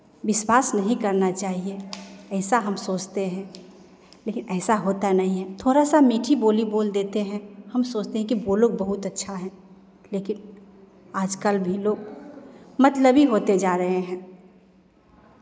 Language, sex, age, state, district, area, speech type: Hindi, female, 45-60, Bihar, Begusarai, rural, spontaneous